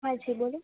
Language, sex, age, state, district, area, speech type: Gujarati, female, 18-30, Gujarat, Junagadh, rural, conversation